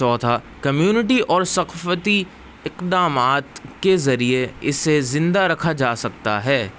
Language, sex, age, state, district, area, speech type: Urdu, male, 18-30, Uttar Pradesh, Rampur, urban, spontaneous